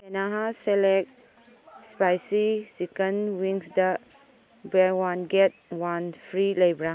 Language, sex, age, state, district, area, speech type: Manipuri, female, 30-45, Manipur, Kangpokpi, urban, read